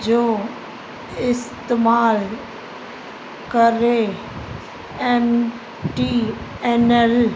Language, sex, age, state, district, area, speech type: Sindhi, female, 45-60, Uttar Pradesh, Lucknow, rural, read